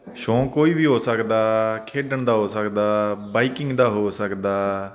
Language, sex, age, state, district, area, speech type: Punjabi, male, 30-45, Punjab, Faridkot, urban, spontaneous